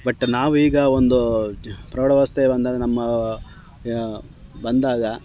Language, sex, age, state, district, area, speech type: Kannada, male, 30-45, Karnataka, Chamarajanagar, rural, spontaneous